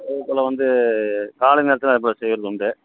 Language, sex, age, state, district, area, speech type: Tamil, male, 60+, Tamil Nadu, Virudhunagar, rural, conversation